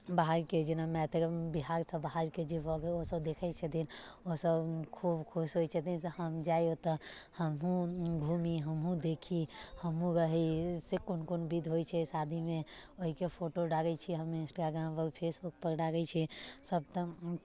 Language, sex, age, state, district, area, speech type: Maithili, female, 18-30, Bihar, Muzaffarpur, urban, spontaneous